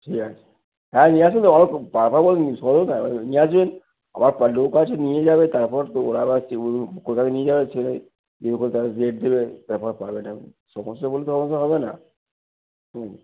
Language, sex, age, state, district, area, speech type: Bengali, male, 45-60, West Bengal, North 24 Parganas, urban, conversation